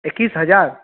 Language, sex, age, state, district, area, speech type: Hindi, male, 30-45, Bihar, Vaishali, rural, conversation